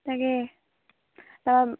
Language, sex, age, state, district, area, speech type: Assamese, female, 18-30, Assam, Dhemaji, urban, conversation